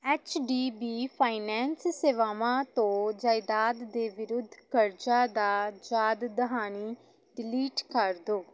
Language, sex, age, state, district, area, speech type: Punjabi, female, 18-30, Punjab, Gurdaspur, urban, read